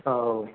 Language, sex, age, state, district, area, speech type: Hindi, male, 18-30, Rajasthan, Bharatpur, rural, conversation